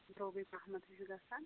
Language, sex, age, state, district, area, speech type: Kashmiri, female, 18-30, Jammu and Kashmir, Anantnag, rural, conversation